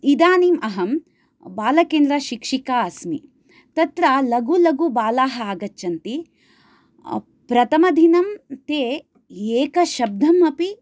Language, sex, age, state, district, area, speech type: Sanskrit, female, 30-45, Karnataka, Chikkamagaluru, rural, spontaneous